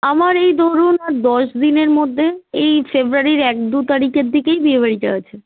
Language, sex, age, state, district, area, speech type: Bengali, female, 18-30, West Bengal, Darjeeling, urban, conversation